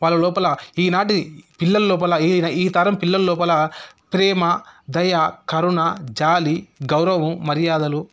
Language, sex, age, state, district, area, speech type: Telugu, male, 30-45, Telangana, Sangareddy, rural, spontaneous